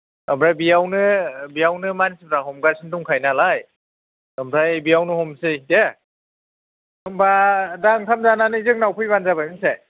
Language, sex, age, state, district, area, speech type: Bodo, male, 30-45, Assam, Kokrajhar, rural, conversation